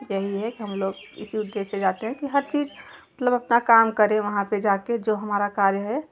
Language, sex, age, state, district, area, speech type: Hindi, female, 30-45, Uttar Pradesh, Jaunpur, urban, spontaneous